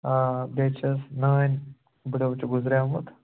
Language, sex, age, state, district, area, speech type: Kashmiri, male, 18-30, Jammu and Kashmir, Ganderbal, rural, conversation